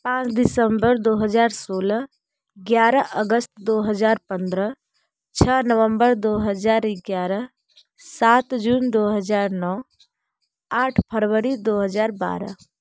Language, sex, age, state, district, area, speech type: Hindi, female, 30-45, Uttar Pradesh, Bhadohi, rural, spontaneous